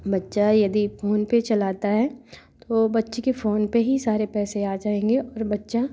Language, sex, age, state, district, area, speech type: Hindi, female, 30-45, Madhya Pradesh, Katni, urban, spontaneous